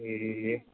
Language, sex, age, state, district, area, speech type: Nepali, male, 30-45, West Bengal, Darjeeling, rural, conversation